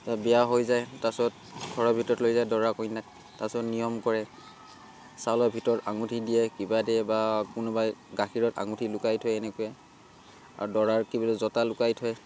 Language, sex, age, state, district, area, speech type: Assamese, male, 30-45, Assam, Barpeta, rural, spontaneous